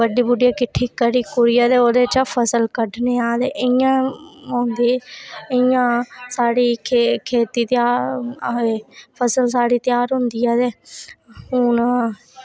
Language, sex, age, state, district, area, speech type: Dogri, female, 18-30, Jammu and Kashmir, Reasi, rural, spontaneous